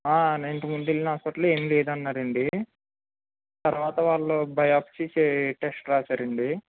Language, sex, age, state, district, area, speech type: Telugu, male, 18-30, Andhra Pradesh, West Godavari, rural, conversation